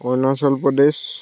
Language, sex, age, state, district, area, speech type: Assamese, male, 18-30, Assam, Lakhimpur, rural, spontaneous